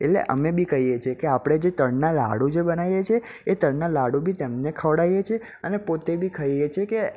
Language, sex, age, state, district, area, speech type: Gujarati, male, 18-30, Gujarat, Ahmedabad, urban, spontaneous